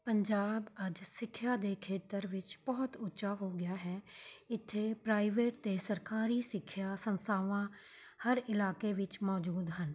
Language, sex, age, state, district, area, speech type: Punjabi, female, 45-60, Punjab, Mohali, urban, spontaneous